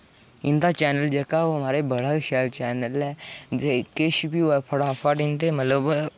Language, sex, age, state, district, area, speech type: Dogri, male, 18-30, Jammu and Kashmir, Udhampur, rural, spontaneous